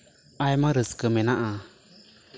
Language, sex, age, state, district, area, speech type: Santali, male, 18-30, West Bengal, Bankura, rural, spontaneous